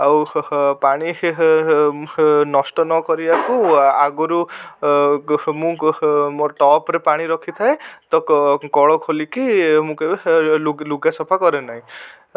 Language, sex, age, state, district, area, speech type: Odia, male, 18-30, Odisha, Cuttack, urban, spontaneous